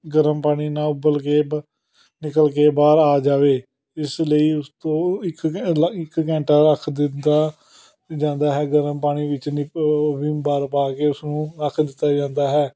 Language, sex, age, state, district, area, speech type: Punjabi, male, 30-45, Punjab, Amritsar, urban, spontaneous